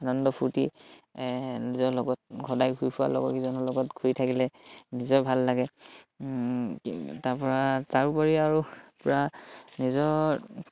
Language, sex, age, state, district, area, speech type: Assamese, male, 18-30, Assam, Sivasagar, rural, spontaneous